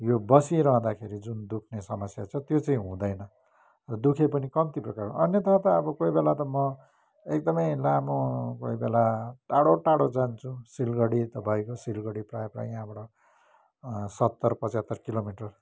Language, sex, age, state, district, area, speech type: Nepali, male, 45-60, West Bengal, Kalimpong, rural, spontaneous